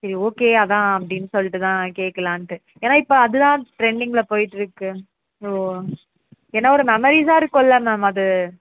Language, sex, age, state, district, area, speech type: Tamil, female, 18-30, Tamil Nadu, Chennai, urban, conversation